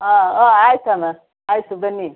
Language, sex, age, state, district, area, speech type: Kannada, female, 60+, Karnataka, Mysore, rural, conversation